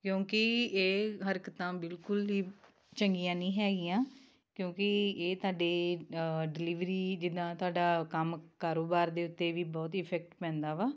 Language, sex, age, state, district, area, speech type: Punjabi, female, 30-45, Punjab, Tarn Taran, rural, spontaneous